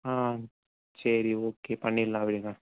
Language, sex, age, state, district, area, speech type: Tamil, male, 30-45, Tamil Nadu, Tiruvarur, rural, conversation